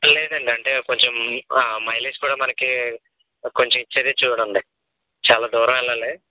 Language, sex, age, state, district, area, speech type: Telugu, male, 18-30, Andhra Pradesh, N T Rama Rao, rural, conversation